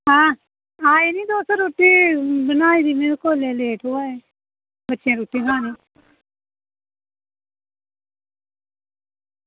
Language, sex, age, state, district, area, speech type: Dogri, female, 30-45, Jammu and Kashmir, Samba, rural, conversation